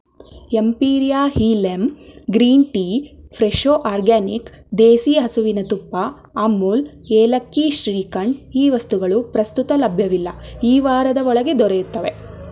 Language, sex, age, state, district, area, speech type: Kannada, female, 18-30, Karnataka, Davanagere, urban, read